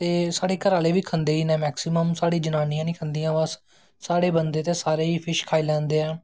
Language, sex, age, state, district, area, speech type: Dogri, male, 18-30, Jammu and Kashmir, Jammu, rural, spontaneous